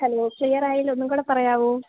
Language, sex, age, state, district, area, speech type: Malayalam, female, 18-30, Kerala, Idukki, rural, conversation